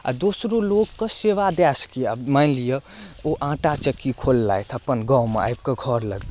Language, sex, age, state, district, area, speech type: Maithili, male, 18-30, Bihar, Darbhanga, rural, spontaneous